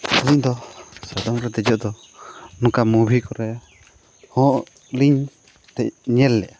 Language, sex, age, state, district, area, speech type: Santali, male, 45-60, Odisha, Mayurbhanj, rural, spontaneous